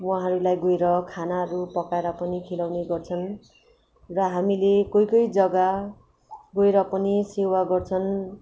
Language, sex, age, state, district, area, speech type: Nepali, female, 30-45, West Bengal, Darjeeling, rural, spontaneous